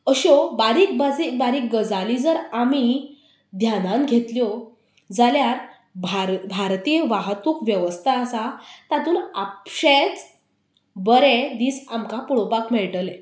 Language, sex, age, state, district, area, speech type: Goan Konkani, female, 18-30, Goa, Canacona, rural, spontaneous